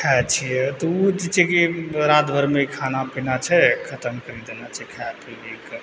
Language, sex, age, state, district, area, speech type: Maithili, male, 30-45, Bihar, Purnia, rural, spontaneous